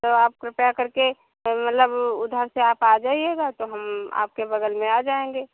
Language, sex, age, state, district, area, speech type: Hindi, female, 45-60, Uttar Pradesh, Hardoi, rural, conversation